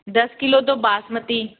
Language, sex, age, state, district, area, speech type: Hindi, female, 60+, Rajasthan, Jaipur, urban, conversation